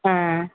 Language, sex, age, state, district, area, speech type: Tamil, female, 30-45, Tamil Nadu, Chengalpattu, urban, conversation